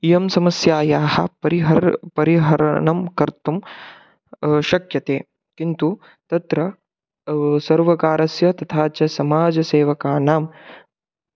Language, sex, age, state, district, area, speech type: Sanskrit, male, 18-30, Maharashtra, Satara, rural, spontaneous